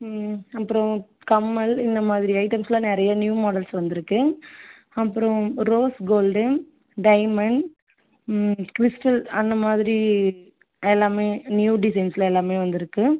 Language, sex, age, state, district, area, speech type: Tamil, female, 18-30, Tamil Nadu, Cuddalore, urban, conversation